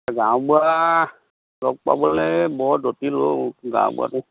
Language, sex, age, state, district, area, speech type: Assamese, male, 60+, Assam, Lakhimpur, urban, conversation